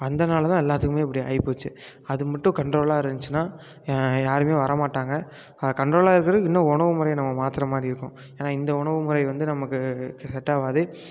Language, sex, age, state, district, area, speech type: Tamil, male, 18-30, Tamil Nadu, Tiruppur, rural, spontaneous